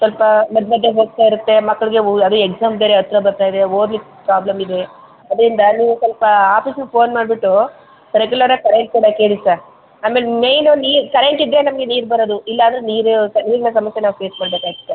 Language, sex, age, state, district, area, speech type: Kannada, female, 45-60, Karnataka, Chamarajanagar, rural, conversation